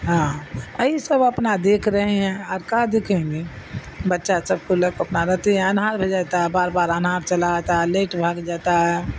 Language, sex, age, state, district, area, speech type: Urdu, female, 60+, Bihar, Darbhanga, rural, spontaneous